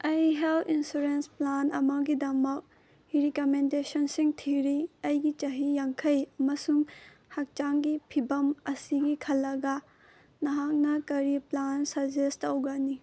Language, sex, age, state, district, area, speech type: Manipuri, female, 18-30, Manipur, Senapati, urban, read